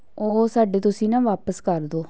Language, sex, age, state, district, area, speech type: Punjabi, female, 18-30, Punjab, Patiala, rural, spontaneous